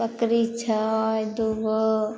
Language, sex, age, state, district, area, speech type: Maithili, female, 30-45, Bihar, Samastipur, urban, spontaneous